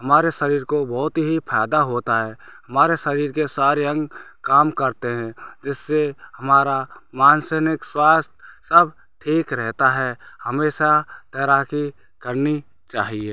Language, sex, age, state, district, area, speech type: Hindi, male, 30-45, Rajasthan, Bharatpur, rural, spontaneous